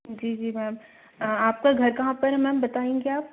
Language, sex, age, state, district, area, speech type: Hindi, female, 18-30, Madhya Pradesh, Bhopal, urban, conversation